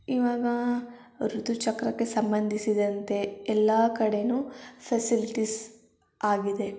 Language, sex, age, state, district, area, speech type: Kannada, female, 18-30, Karnataka, Davanagere, rural, spontaneous